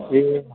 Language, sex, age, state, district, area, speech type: Nepali, male, 30-45, West Bengal, Kalimpong, rural, conversation